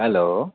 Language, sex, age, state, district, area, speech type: Nepali, male, 60+, West Bengal, Kalimpong, rural, conversation